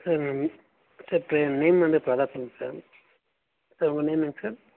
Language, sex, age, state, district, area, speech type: Tamil, male, 18-30, Tamil Nadu, Nilgiris, rural, conversation